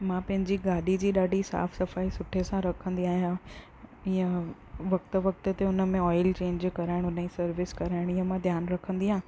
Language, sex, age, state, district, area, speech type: Sindhi, female, 18-30, Gujarat, Surat, urban, spontaneous